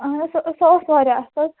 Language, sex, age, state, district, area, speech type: Kashmiri, female, 18-30, Jammu and Kashmir, Srinagar, urban, conversation